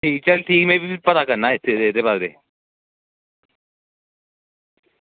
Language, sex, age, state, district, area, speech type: Dogri, male, 18-30, Jammu and Kashmir, Samba, rural, conversation